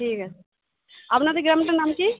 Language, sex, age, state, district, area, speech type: Bengali, female, 45-60, West Bengal, Birbhum, urban, conversation